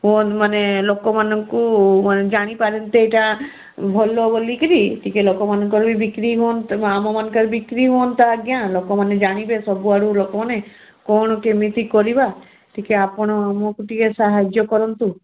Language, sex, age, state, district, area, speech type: Odia, female, 60+, Odisha, Gajapati, rural, conversation